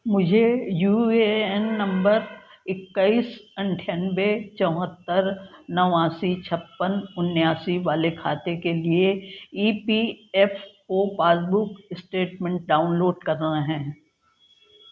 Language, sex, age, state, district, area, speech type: Hindi, female, 60+, Madhya Pradesh, Jabalpur, urban, read